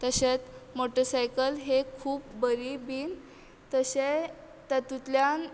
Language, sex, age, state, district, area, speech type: Goan Konkani, female, 18-30, Goa, Quepem, urban, spontaneous